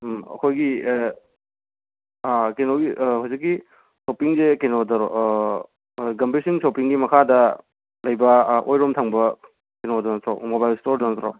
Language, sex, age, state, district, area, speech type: Manipuri, male, 18-30, Manipur, Imphal West, urban, conversation